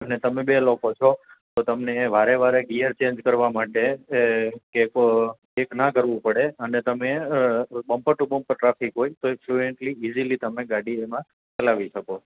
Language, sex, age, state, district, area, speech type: Gujarati, male, 30-45, Gujarat, Junagadh, urban, conversation